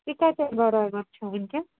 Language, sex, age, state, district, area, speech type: Kashmiri, female, 45-60, Jammu and Kashmir, Srinagar, urban, conversation